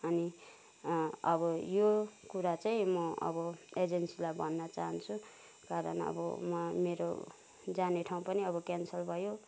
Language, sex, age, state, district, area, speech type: Nepali, female, 60+, West Bengal, Kalimpong, rural, spontaneous